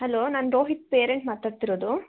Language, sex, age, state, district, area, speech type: Kannada, female, 18-30, Karnataka, Kolar, rural, conversation